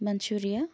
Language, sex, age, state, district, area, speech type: Telugu, female, 30-45, Telangana, Hanamkonda, urban, spontaneous